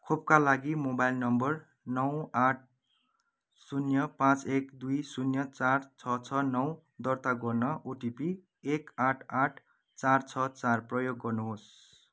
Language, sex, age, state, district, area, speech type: Nepali, male, 30-45, West Bengal, Kalimpong, rural, read